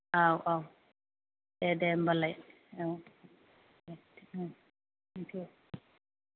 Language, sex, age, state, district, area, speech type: Bodo, female, 30-45, Assam, Kokrajhar, rural, conversation